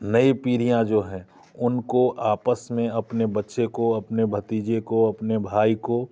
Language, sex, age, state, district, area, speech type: Hindi, male, 45-60, Bihar, Muzaffarpur, rural, spontaneous